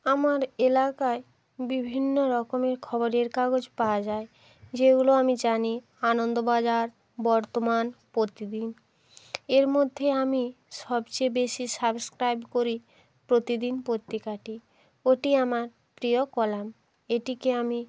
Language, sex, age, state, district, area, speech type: Bengali, female, 45-60, West Bengal, Hooghly, urban, spontaneous